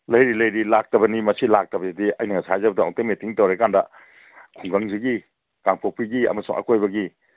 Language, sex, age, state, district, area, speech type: Manipuri, male, 45-60, Manipur, Kangpokpi, urban, conversation